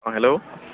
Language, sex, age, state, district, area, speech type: Assamese, male, 30-45, Assam, Dibrugarh, rural, conversation